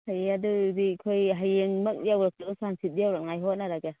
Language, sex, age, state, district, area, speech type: Manipuri, female, 45-60, Manipur, Churachandpur, urban, conversation